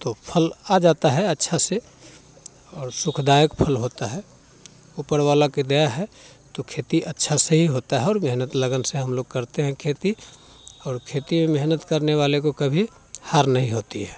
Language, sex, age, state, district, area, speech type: Hindi, male, 30-45, Bihar, Muzaffarpur, rural, spontaneous